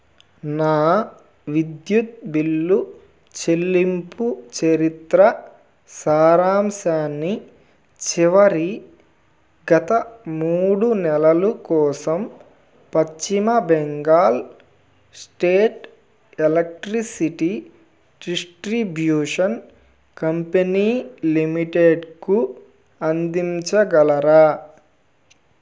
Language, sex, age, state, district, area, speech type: Telugu, male, 30-45, Andhra Pradesh, Nellore, rural, read